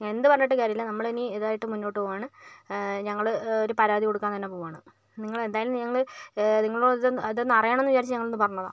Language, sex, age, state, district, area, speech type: Malayalam, female, 30-45, Kerala, Kozhikode, urban, spontaneous